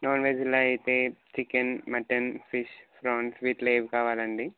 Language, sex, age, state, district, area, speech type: Telugu, male, 18-30, Telangana, Nalgonda, urban, conversation